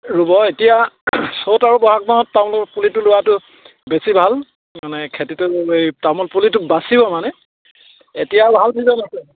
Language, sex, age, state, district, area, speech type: Assamese, male, 60+, Assam, Charaideo, rural, conversation